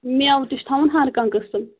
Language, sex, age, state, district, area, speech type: Kashmiri, female, 18-30, Jammu and Kashmir, Anantnag, rural, conversation